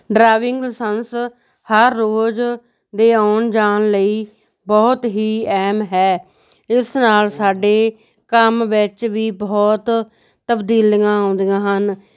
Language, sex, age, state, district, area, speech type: Punjabi, female, 45-60, Punjab, Moga, rural, spontaneous